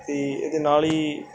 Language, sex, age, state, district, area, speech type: Punjabi, male, 30-45, Punjab, Mansa, urban, spontaneous